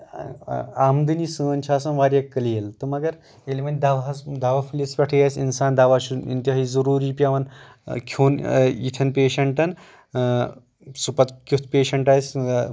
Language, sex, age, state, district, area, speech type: Kashmiri, male, 45-60, Jammu and Kashmir, Anantnag, rural, spontaneous